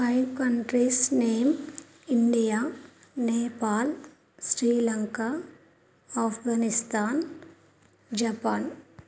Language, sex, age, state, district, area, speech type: Telugu, female, 30-45, Telangana, Karimnagar, rural, spontaneous